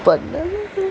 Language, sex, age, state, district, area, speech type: Goan Konkani, male, 18-30, Goa, Ponda, rural, spontaneous